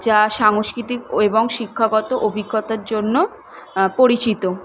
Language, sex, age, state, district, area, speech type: Bengali, female, 18-30, West Bengal, Kolkata, urban, spontaneous